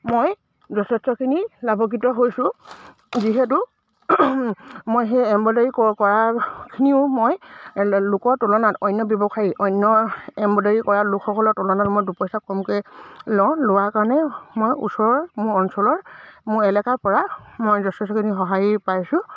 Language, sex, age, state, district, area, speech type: Assamese, female, 30-45, Assam, Dibrugarh, urban, spontaneous